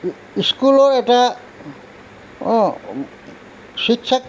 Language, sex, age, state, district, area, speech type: Assamese, male, 60+, Assam, Tinsukia, rural, spontaneous